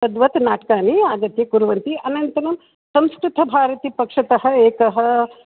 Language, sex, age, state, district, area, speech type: Sanskrit, female, 60+, Tamil Nadu, Chennai, urban, conversation